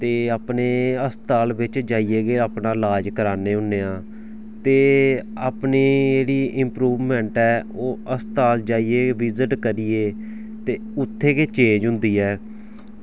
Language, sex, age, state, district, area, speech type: Dogri, male, 30-45, Jammu and Kashmir, Samba, urban, spontaneous